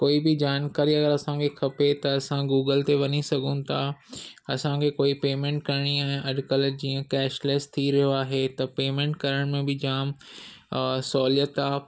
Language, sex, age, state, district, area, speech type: Sindhi, male, 30-45, Maharashtra, Mumbai Suburban, urban, spontaneous